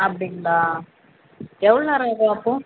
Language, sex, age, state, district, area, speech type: Tamil, female, 30-45, Tamil Nadu, Tiruvallur, urban, conversation